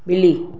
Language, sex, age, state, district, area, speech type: Sindhi, female, 45-60, Maharashtra, Mumbai Suburban, urban, read